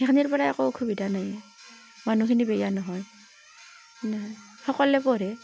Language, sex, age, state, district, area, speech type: Assamese, female, 30-45, Assam, Barpeta, rural, spontaneous